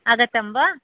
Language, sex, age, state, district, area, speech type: Sanskrit, female, 60+, Karnataka, Bangalore Urban, urban, conversation